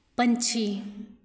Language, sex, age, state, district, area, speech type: Punjabi, female, 30-45, Punjab, Shaheed Bhagat Singh Nagar, urban, read